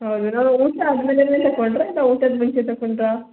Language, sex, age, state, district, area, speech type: Kannada, female, 18-30, Karnataka, Hassan, rural, conversation